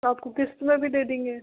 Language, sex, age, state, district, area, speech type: Hindi, female, 18-30, Rajasthan, Karauli, rural, conversation